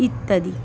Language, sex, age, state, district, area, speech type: Bengali, female, 18-30, West Bengal, Howrah, urban, spontaneous